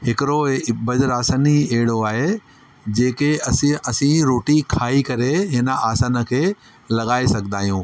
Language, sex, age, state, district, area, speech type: Sindhi, male, 45-60, Delhi, South Delhi, urban, spontaneous